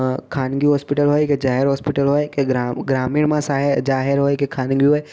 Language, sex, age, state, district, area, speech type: Gujarati, male, 18-30, Gujarat, Ahmedabad, urban, spontaneous